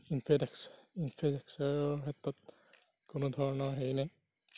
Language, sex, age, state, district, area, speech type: Assamese, male, 45-60, Assam, Darrang, rural, spontaneous